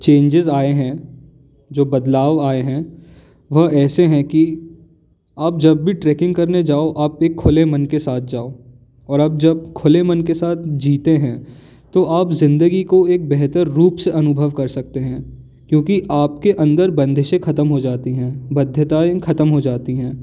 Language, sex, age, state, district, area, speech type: Hindi, male, 18-30, Madhya Pradesh, Jabalpur, urban, spontaneous